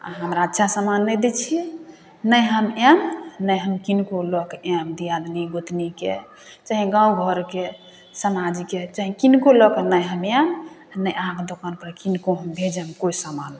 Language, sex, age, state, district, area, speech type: Maithili, female, 30-45, Bihar, Samastipur, rural, spontaneous